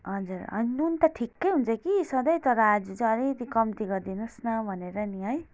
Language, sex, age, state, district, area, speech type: Nepali, female, 30-45, West Bengal, Darjeeling, rural, spontaneous